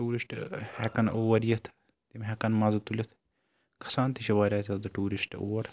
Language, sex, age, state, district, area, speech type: Kashmiri, male, 18-30, Jammu and Kashmir, Srinagar, urban, spontaneous